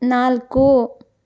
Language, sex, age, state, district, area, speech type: Kannada, female, 18-30, Karnataka, Chitradurga, rural, read